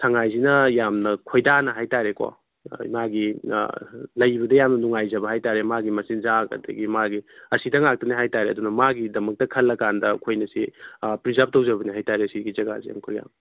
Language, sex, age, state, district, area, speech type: Manipuri, male, 30-45, Manipur, Kangpokpi, urban, conversation